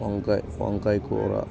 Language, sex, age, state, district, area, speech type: Telugu, male, 30-45, Andhra Pradesh, Bapatla, rural, spontaneous